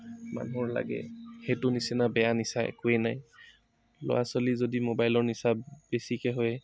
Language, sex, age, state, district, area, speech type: Assamese, male, 18-30, Assam, Tinsukia, rural, spontaneous